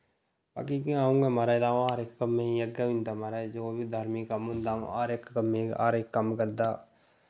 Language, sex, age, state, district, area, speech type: Dogri, male, 30-45, Jammu and Kashmir, Udhampur, rural, spontaneous